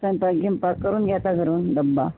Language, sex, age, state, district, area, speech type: Marathi, female, 30-45, Maharashtra, Washim, rural, conversation